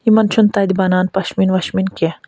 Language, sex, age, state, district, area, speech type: Kashmiri, female, 45-60, Jammu and Kashmir, Budgam, rural, spontaneous